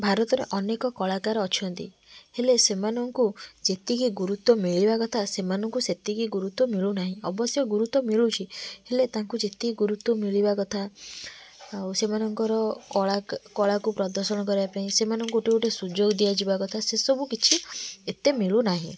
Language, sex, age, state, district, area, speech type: Odia, female, 18-30, Odisha, Kendujhar, urban, spontaneous